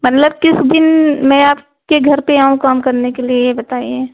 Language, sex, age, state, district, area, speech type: Hindi, female, 45-60, Uttar Pradesh, Ayodhya, rural, conversation